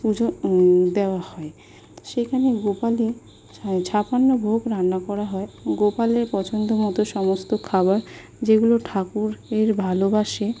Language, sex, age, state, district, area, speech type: Bengali, female, 18-30, West Bengal, South 24 Parganas, rural, spontaneous